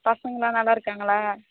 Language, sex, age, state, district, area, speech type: Tamil, female, 30-45, Tamil Nadu, Viluppuram, urban, conversation